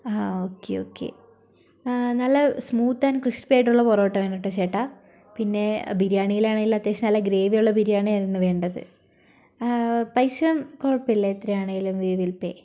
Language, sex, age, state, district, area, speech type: Malayalam, female, 18-30, Kerala, Wayanad, rural, spontaneous